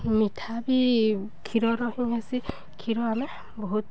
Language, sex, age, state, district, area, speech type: Odia, female, 18-30, Odisha, Balangir, urban, spontaneous